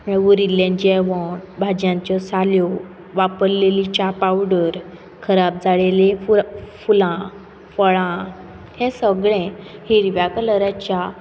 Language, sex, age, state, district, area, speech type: Goan Konkani, female, 18-30, Goa, Quepem, rural, spontaneous